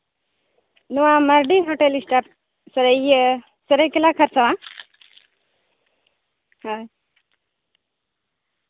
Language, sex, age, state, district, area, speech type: Santali, female, 30-45, Jharkhand, Seraikela Kharsawan, rural, conversation